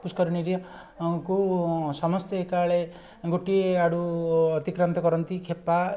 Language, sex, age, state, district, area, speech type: Odia, male, 45-60, Odisha, Puri, urban, spontaneous